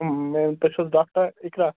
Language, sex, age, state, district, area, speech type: Kashmiri, male, 18-30, Jammu and Kashmir, Budgam, rural, conversation